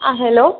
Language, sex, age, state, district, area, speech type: Malayalam, male, 18-30, Kerala, Kozhikode, urban, conversation